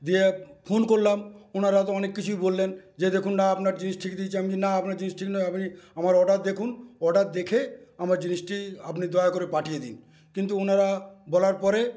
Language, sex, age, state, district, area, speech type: Bengali, male, 60+, West Bengal, Paschim Medinipur, rural, spontaneous